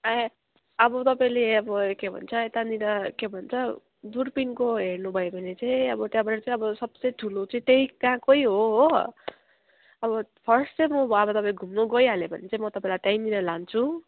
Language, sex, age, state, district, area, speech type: Nepali, female, 18-30, West Bengal, Kalimpong, rural, conversation